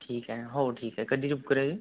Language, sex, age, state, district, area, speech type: Marathi, male, 18-30, Maharashtra, Yavatmal, rural, conversation